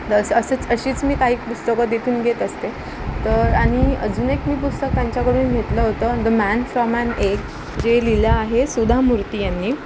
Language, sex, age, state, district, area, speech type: Marathi, female, 18-30, Maharashtra, Ratnagiri, urban, spontaneous